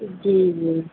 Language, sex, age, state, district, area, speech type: Urdu, female, 18-30, Telangana, Hyderabad, urban, conversation